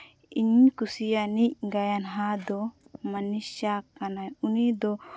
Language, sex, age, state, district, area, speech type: Santali, female, 18-30, Jharkhand, Seraikela Kharsawan, rural, spontaneous